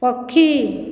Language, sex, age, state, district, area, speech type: Odia, female, 30-45, Odisha, Khordha, rural, read